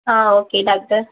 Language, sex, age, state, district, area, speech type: Tamil, female, 18-30, Tamil Nadu, Virudhunagar, rural, conversation